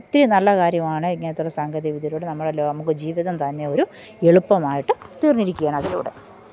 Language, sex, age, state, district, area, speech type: Malayalam, female, 45-60, Kerala, Pathanamthitta, rural, spontaneous